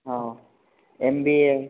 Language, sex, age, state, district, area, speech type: Marathi, male, 18-30, Maharashtra, Yavatmal, rural, conversation